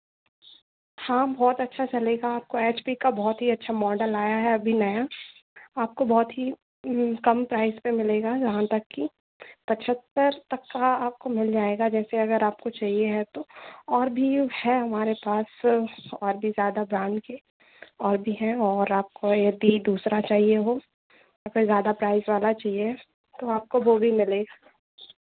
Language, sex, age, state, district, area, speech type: Hindi, female, 18-30, Madhya Pradesh, Narsinghpur, urban, conversation